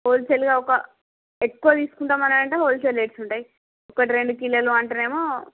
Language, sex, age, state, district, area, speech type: Telugu, female, 30-45, Andhra Pradesh, Srikakulam, urban, conversation